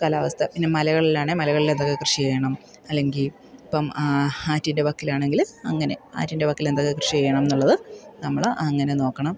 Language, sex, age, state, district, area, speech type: Malayalam, female, 30-45, Kerala, Idukki, rural, spontaneous